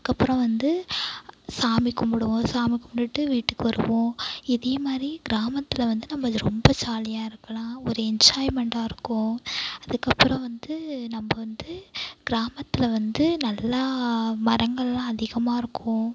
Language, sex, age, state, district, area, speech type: Tamil, female, 18-30, Tamil Nadu, Mayiladuthurai, urban, spontaneous